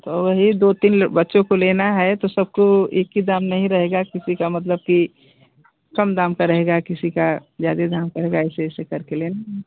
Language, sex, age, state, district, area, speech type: Hindi, female, 60+, Uttar Pradesh, Ghazipur, urban, conversation